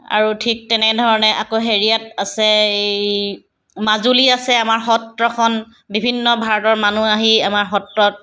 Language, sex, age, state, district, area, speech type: Assamese, female, 60+, Assam, Charaideo, urban, spontaneous